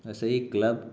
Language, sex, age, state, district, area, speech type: Urdu, male, 30-45, Delhi, South Delhi, rural, spontaneous